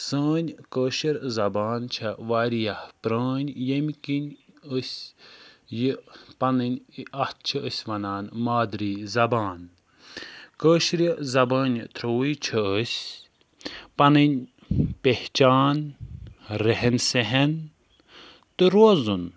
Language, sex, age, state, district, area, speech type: Kashmiri, male, 45-60, Jammu and Kashmir, Budgam, rural, spontaneous